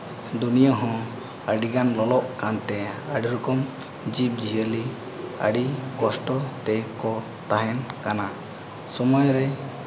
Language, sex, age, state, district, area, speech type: Santali, male, 18-30, Jharkhand, East Singhbhum, rural, spontaneous